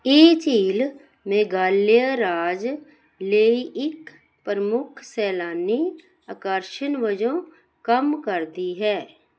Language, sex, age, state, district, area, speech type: Punjabi, female, 45-60, Punjab, Jalandhar, urban, read